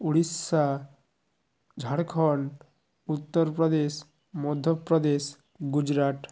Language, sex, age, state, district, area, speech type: Bengali, male, 30-45, West Bengal, Jalpaiguri, rural, spontaneous